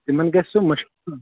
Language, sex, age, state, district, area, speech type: Kashmiri, male, 30-45, Jammu and Kashmir, Kulgam, urban, conversation